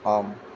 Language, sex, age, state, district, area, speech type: Tamil, male, 18-30, Tamil Nadu, Karur, rural, read